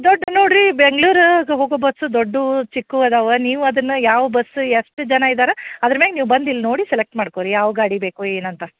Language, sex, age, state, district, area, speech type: Kannada, female, 30-45, Karnataka, Dharwad, urban, conversation